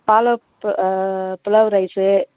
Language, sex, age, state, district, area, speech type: Tamil, female, 60+, Tamil Nadu, Kallakurichi, rural, conversation